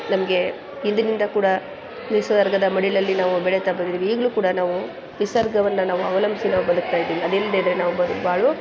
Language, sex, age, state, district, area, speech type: Kannada, female, 45-60, Karnataka, Chamarajanagar, rural, spontaneous